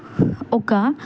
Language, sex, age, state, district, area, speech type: Telugu, female, 18-30, Telangana, Kamareddy, urban, spontaneous